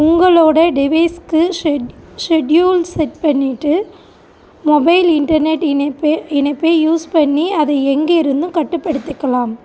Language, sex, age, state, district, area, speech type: Tamil, female, 30-45, Tamil Nadu, Thoothukudi, rural, read